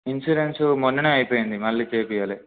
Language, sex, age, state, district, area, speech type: Telugu, male, 18-30, Telangana, Siddipet, urban, conversation